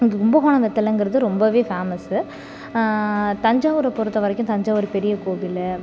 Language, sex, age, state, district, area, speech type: Tamil, female, 30-45, Tamil Nadu, Thanjavur, rural, spontaneous